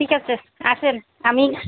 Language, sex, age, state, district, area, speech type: Bengali, female, 45-60, West Bengal, Alipurduar, rural, conversation